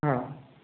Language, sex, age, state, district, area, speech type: Sindhi, female, 60+, Maharashtra, Thane, urban, conversation